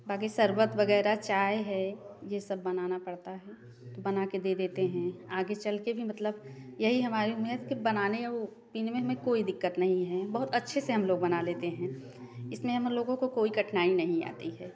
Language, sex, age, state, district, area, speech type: Hindi, female, 30-45, Uttar Pradesh, Prayagraj, rural, spontaneous